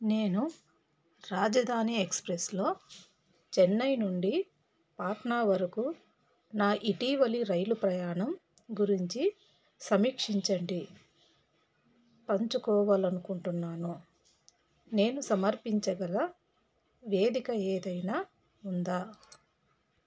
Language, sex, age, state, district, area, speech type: Telugu, female, 45-60, Telangana, Peddapalli, urban, read